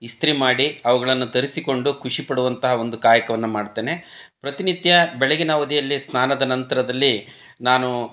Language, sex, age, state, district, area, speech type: Kannada, male, 60+, Karnataka, Chitradurga, rural, spontaneous